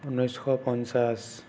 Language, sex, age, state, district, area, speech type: Assamese, male, 30-45, Assam, Sonitpur, rural, spontaneous